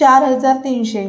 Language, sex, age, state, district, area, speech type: Marathi, female, 18-30, Maharashtra, Sindhudurg, urban, spontaneous